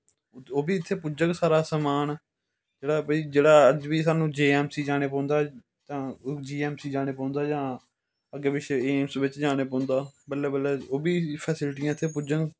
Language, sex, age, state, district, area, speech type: Dogri, male, 30-45, Jammu and Kashmir, Samba, rural, spontaneous